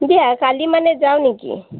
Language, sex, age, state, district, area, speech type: Assamese, female, 18-30, Assam, Sonitpur, rural, conversation